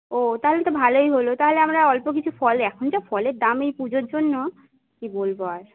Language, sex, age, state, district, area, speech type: Bengali, female, 18-30, West Bengal, Jhargram, rural, conversation